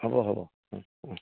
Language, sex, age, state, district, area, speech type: Assamese, male, 30-45, Assam, Charaideo, rural, conversation